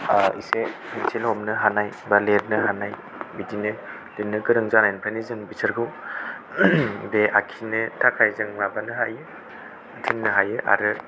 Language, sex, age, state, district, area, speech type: Bodo, male, 18-30, Assam, Kokrajhar, rural, spontaneous